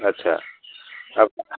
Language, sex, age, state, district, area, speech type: Assamese, male, 60+, Assam, Udalguri, rural, conversation